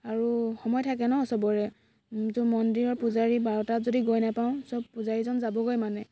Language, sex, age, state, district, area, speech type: Assamese, female, 18-30, Assam, Dibrugarh, rural, spontaneous